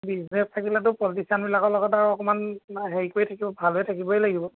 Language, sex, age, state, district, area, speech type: Assamese, male, 30-45, Assam, Lakhimpur, rural, conversation